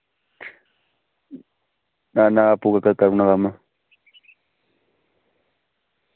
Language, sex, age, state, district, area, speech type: Dogri, male, 30-45, Jammu and Kashmir, Udhampur, rural, conversation